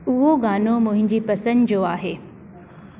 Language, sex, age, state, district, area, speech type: Sindhi, female, 45-60, Delhi, South Delhi, urban, read